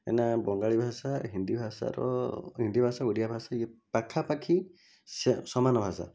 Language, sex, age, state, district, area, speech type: Odia, male, 18-30, Odisha, Bhadrak, rural, spontaneous